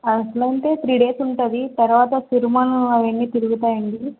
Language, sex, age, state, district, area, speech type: Telugu, female, 30-45, Andhra Pradesh, Vizianagaram, rural, conversation